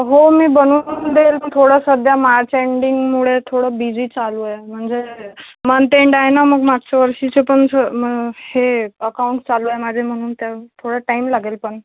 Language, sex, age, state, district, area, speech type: Marathi, female, 18-30, Maharashtra, Akola, rural, conversation